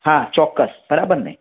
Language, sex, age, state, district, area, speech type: Gujarati, male, 18-30, Gujarat, Mehsana, rural, conversation